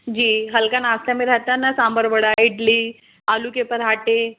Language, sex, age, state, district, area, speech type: Hindi, female, 45-60, Madhya Pradesh, Balaghat, rural, conversation